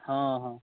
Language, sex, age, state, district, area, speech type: Maithili, male, 18-30, Bihar, Darbhanga, rural, conversation